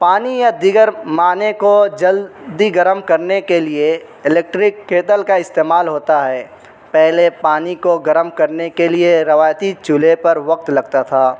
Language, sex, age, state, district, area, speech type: Urdu, male, 18-30, Uttar Pradesh, Saharanpur, urban, spontaneous